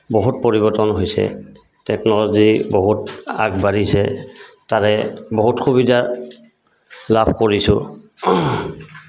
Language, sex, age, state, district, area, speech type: Assamese, male, 45-60, Assam, Goalpara, rural, spontaneous